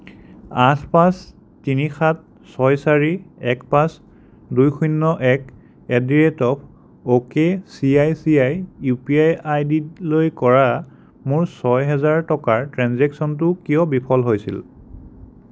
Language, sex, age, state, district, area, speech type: Assamese, male, 30-45, Assam, Sonitpur, rural, read